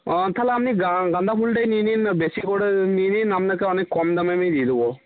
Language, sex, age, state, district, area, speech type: Bengali, male, 18-30, West Bengal, Cooch Behar, rural, conversation